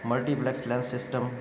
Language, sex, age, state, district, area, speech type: Punjabi, male, 45-60, Punjab, Jalandhar, urban, spontaneous